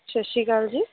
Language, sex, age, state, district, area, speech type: Punjabi, female, 30-45, Punjab, Mansa, urban, conversation